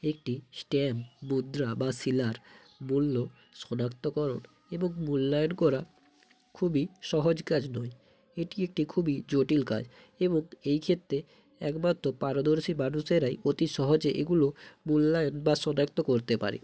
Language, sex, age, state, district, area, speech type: Bengali, male, 18-30, West Bengal, Hooghly, urban, spontaneous